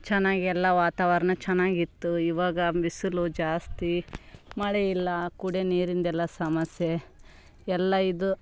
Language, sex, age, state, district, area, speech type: Kannada, female, 30-45, Karnataka, Vijayanagara, rural, spontaneous